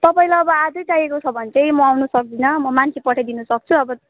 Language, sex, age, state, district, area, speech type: Nepali, female, 18-30, West Bengal, Jalpaiguri, rural, conversation